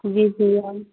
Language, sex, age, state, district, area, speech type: Hindi, female, 30-45, Uttar Pradesh, Prayagraj, rural, conversation